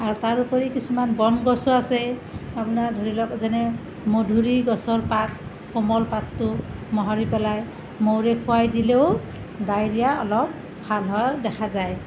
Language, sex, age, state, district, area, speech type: Assamese, female, 30-45, Assam, Nalbari, rural, spontaneous